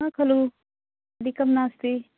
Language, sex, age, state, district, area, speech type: Sanskrit, female, 45-60, Karnataka, Uttara Kannada, urban, conversation